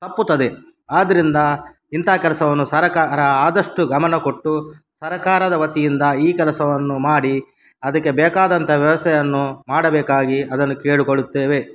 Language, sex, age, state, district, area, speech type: Kannada, male, 60+, Karnataka, Udupi, rural, spontaneous